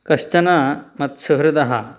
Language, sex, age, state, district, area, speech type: Sanskrit, male, 30-45, Karnataka, Shimoga, urban, spontaneous